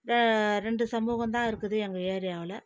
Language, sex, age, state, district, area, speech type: Tamil, female, 45-60, Tamil Nadu, Viluppuram, rural, spontaneous